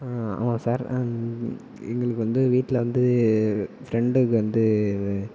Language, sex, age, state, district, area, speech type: Tamil, male, 30-45, Tamil Nadu, Tiruvarur, rural, spontaneous